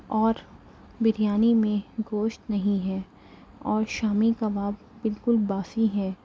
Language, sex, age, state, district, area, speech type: Urdu, female, 18-30, Delhi, Central Delhi, urban, spontaneous